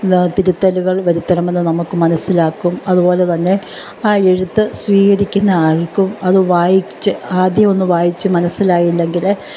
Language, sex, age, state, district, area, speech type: Malayalam, female, 45-60, Kerala, Alappuzha, urban, spontaneous